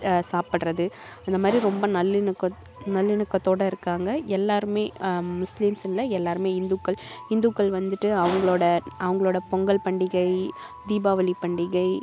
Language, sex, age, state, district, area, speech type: Tamil, female, 18-30, Tamil Nadu, Kallakurichi, urban, spontaneous